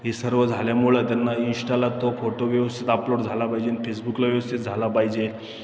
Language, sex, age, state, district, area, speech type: Marathi, male, 30-45, Maharashtra, Ahmednagar, urban, spontaneous